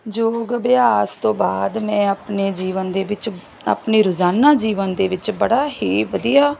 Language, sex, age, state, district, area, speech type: Punjabi, female, 45-60, Punjab, Bathinda, rural, spontaneous